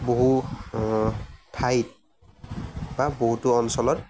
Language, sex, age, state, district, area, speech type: Assamese, male, 18-30, Assam, Morigaon, rural, spontaneous